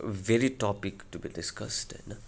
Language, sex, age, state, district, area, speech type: Nepali, male, 30-45, West Bengal, Darjeeling, rural, spontaneous